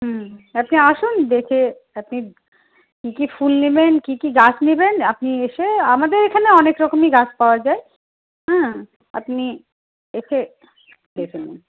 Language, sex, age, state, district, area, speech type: Bengali, female, 45-60, West Bengal, Malda, rural, conversation